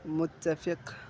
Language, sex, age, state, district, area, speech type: Urdu, male, 18-30, Uttar Pradesh, Gautam Buddha Nagar, rural, read